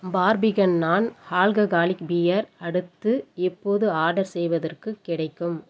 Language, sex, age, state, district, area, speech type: Tamil, female, 30-45, Tamil Nadu, Dharmapuri, urban, read